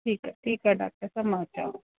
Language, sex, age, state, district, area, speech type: Sindhi, female, 30-45, Rajasthan, Ajmer, urban, conversation